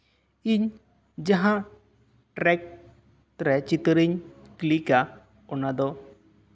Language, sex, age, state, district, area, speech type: Santali, male, 18-30, West Bengal, Bankura, rural, spontaneous